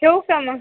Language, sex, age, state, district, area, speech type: Marathi, female, 18-30, Maharashtra, Buldhana, rural, conversation